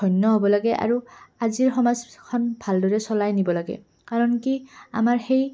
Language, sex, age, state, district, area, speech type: Assamese, female, 18-30, Assam, Goalpara, urban, spontaneous